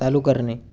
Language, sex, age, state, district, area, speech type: Marathi, male, 18-30, Maharashtra, Gadchiroli, rural, read